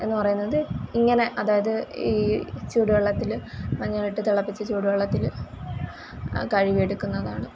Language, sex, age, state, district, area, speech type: Malayalam, female, 18-30, Kerala, Kollam, rural, spontaneous